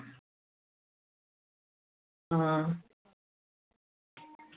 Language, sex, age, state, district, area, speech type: Dogri, female, 60+, Jammu and Kashmir, Reasi, rural, conversation